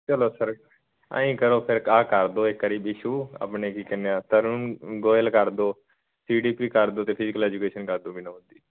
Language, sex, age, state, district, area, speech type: Punjabi, male, 18-30, Punjab, Fazilka, rural, conversation